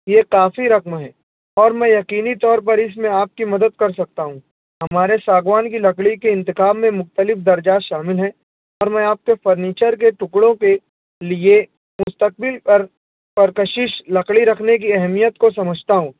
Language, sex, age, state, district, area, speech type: Urdu, male, 60+, Maharashtra, Nashik, rural, conversation